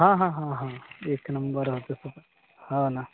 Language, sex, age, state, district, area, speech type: Marathi, male, 30-45, Maharashtra, Gadchiroli, rural, conversation